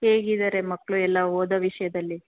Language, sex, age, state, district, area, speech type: Kannada, female, 30-45, Karnataka, Chitradurga, urban, conversation